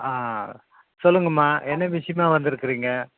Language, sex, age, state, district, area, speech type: Tamil, male, 60+, Tamil Nadu, Coimbatore, urban, conversation